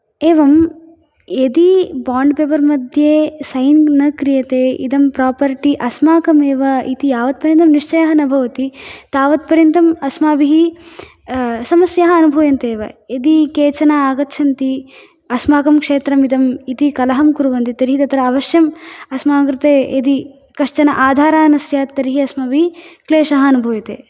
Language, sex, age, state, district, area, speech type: Sanskrit, female, 18-30, Tamil Nadu, Coimbatore, urban, spontaneous